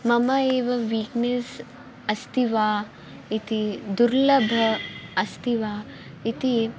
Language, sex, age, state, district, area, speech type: Sanskrit, female, 18-30, Karnataka, Vijayanagara, urban, spontaneous